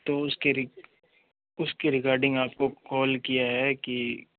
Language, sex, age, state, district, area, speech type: Hindi, male, 18-30, Rajasthan, Nagaur, rural, conversation